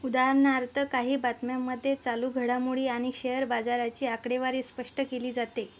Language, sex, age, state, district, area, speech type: Marathi, female, 45-60, Maharashtra, Yavatmal, rural, read